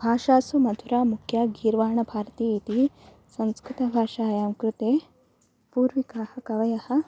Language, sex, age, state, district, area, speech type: Sanskrit, female, 18-30, Kerala, Kasaragod, rural, spontaneous